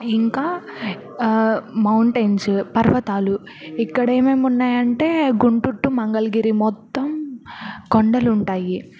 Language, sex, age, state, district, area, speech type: Telugu, female, 18-30, Andhra Pradesh, Bapatla, rural, spontaneous